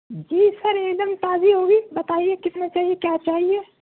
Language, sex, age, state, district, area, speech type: Urdu, male, 30-45, Uttar Pradesh, Gautam Buddha Nagar, rural, conversation